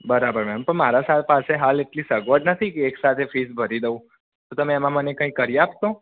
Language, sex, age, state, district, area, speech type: Gujarati, male, 30-45, Gujarat, Mehsana, rural, conversation